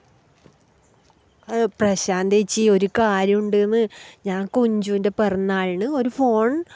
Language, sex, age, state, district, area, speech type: Malayalam, female, 30-45, Kerala, Kasaragod, rural, spontaneous